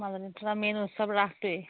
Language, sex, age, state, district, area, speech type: Assamese, female, 30-45, Assam, Majuli, urban, conversation